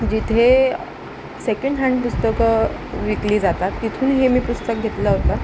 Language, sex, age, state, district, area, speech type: Marathi, female, 18-30, Maharashtra, Ratnagiri, urban, spontaneous